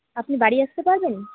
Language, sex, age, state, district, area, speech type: Bengali, female, 18-30, West Bengal, Jalpaiguri, rural, conversation